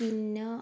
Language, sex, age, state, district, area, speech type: Malayalam, female, 18-30, Kerala, Kannur, rural, spontaneous